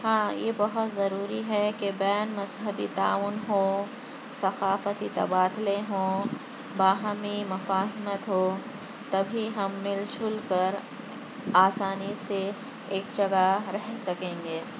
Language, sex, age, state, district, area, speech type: Urdu, female, 30-45, Telangana, Hyderabad, urban, spontaneous